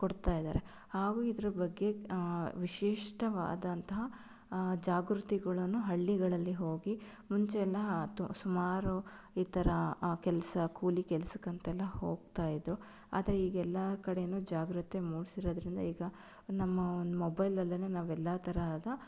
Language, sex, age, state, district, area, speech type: Kannada, female, 30-45, Karnataka, Chitradurga, urban, spontaneous